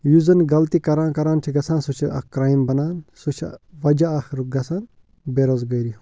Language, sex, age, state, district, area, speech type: Kashmiri, male, 30-45, Jammu and Kashmir, Bandipora, rural, spontaneous